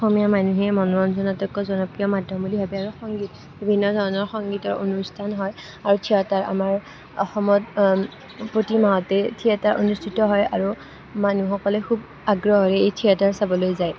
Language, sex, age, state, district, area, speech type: Assamese, female, 18-30, Assam, Kamrup Metropolitan, urban, spontaneous